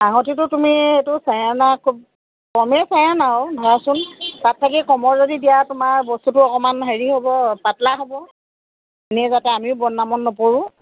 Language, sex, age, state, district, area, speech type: Assamese, female, 30-45, Assam, Sivasagar, rural, conversation